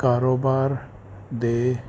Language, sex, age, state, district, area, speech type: Punjabi, male, 30-45, Punjab, Fazilka, rural, spontaneous